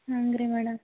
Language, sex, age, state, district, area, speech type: Kannada, female, 18-30, Karnataka, Gulbarga, urban, conversation